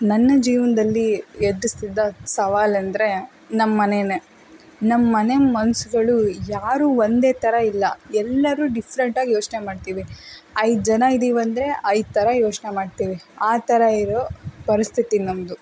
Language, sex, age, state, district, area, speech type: Kannada, female, 18-30, Karnataka, Davanagere, rural, spontaneous